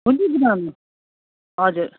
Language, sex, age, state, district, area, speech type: Nepali, female, 45-60, West Bengal, Darjeeling, rural, conversation